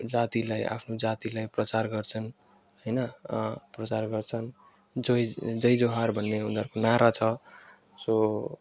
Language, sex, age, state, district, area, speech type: Nepali, male, 18-30, West Bengal, Alipurduar, urban, spontaneous